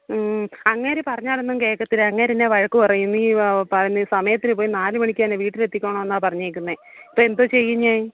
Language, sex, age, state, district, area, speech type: Malayalam, female, 30-45, Kerala, Kollam, rural, conversation